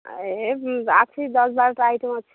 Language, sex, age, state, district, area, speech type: Odia, female, 45-60, Odisha, Malkangiri, urban, conversation